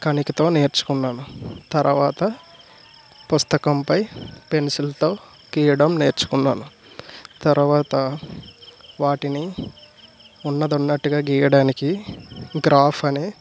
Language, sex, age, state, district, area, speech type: Telugu, male, 18-30, Andhra Pradesh, East Godavari, rural, spontaneous